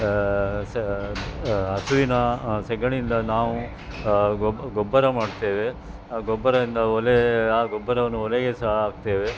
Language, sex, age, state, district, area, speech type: Kannada, male, 45-60, Karnataka, Dakshina Kannada, rural, spontaneous